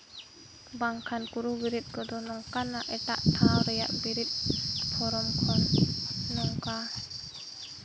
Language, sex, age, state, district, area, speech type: Santali, female, 18-30, Jharkhand, Seraikela Kharsawan, rural, spontaneous